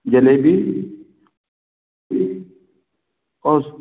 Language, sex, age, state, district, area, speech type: Hindi, male, 45-60, Madhya Pradesh, Gwalior, rural, conversation